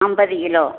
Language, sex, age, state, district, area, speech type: Tamil, female, 60+, Tamil Nadu, Tiruchirappalli, urban, conversation